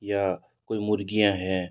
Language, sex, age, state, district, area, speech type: Hindi, male, 60+, Rajasthan, Jodhpur, urban, spontaneous